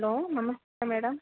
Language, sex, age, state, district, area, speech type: Kannada, female, 30-45, Karnataka, Bellary, rural, conversation